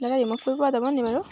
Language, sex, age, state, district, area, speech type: Assamese, female, 18-30, Assam, Tinsukia, urban, spontaneous